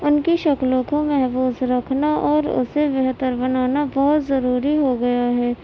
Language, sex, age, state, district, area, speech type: Urdu, female, 18-30, Uttar Pradesh, Gautam Buddha Nagar, rural, spontaneous